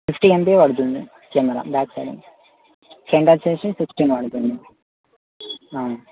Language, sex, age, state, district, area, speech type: Telugu, male, 18-30, Telangana, Mancherial, urban, conversation